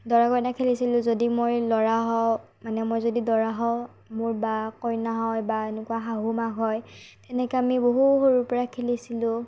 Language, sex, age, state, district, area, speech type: Assamese, female, 30-45, Assam, Morigaon, rural, spontaneous